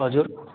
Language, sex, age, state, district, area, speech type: Nepali, male, 18-30, West Bengal, Jalpaiguri, rural, conversation